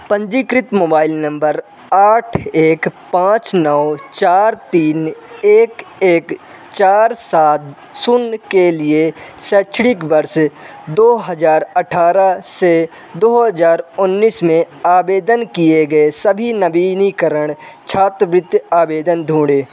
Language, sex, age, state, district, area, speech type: Hindi, male, 18-30, Madhya Pradesh, Jabalpur, urban, read